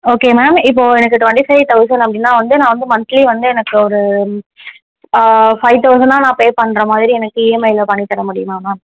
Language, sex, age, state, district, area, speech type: Tamil, female, 18-30, Tamil Nadu, Tenkasi, rural, conversation